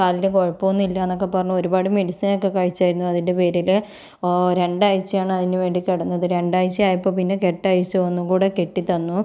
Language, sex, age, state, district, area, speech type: Malayalam, female, 45-60, Kerala, Kozhikode, urban, spontaneous